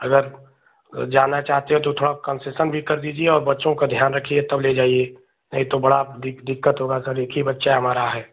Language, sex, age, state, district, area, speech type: Hindi, male, 30-45, Uttar Pradesh, Chandauli, urban, conversation